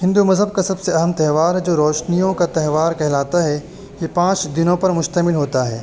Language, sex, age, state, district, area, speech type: Urdu, male, 18-30, Uttar Pradesh, Saharanpur, urban, spontaneous